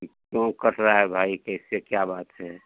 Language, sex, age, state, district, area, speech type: Hindi, male, 60+, Uttar Pradesh, Mau, rural, conversation